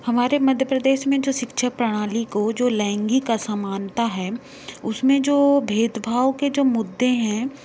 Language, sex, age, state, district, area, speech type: Hindi, female, 30-45, Madhya Pradesh, Bhopal, urban, spontaneous